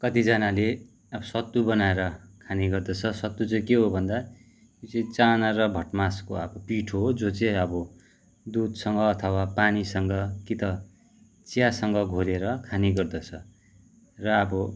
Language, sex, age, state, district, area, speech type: Nepali, male, 30-45, West Bengal, Kalimpong, rural, spontaneous